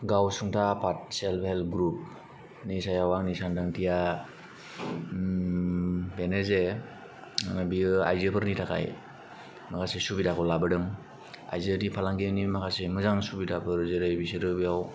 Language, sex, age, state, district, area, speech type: Bodo, male, 18-30, Assam, Kokrajhar, rural, spontaneous